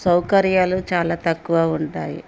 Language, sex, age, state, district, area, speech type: Telugu, female, 45-60, Telangana, Ranga Reddy, rural, spontaneous